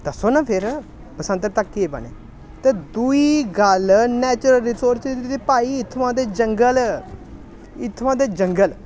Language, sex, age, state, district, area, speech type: Dogri, male, 18-30, Jammu and Kashmir, Samba, urban, spontaneous